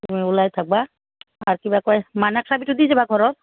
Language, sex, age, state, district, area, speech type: Assamese, female, 45-60, Assam, Udalguri, rural, conversation